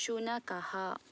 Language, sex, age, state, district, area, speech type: Sanskrit, female, 18-30, Karnataka, Belgaum, urban, read